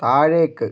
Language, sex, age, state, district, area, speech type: Malayalam, male, 60+, Kerala, Kozhikode, urban, read